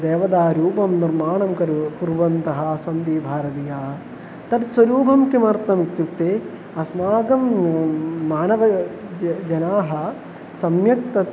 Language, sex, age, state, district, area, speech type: Sanskrit, male, 18-30, Kerala, Thrissur, urban, spontaneous